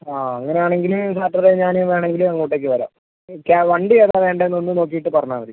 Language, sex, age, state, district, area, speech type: Malayalam, female, 45-60, Kerala, Kozhikode, urban, conversation